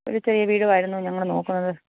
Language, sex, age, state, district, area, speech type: Malayalam, female, 45-60, Kerala, Idukki, rural, conversation